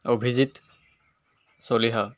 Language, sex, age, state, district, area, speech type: Assamese, male, 18-30, Assam, Jorhat, urban, spontaneous